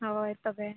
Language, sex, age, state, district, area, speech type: Santali, female, 45-60, Odisha, Mayurbhanj, rural, conversation